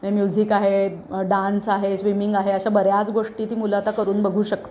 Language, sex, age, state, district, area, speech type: Marathi, female, 30-45, Maharashtra, Sangli, urban, spontaneous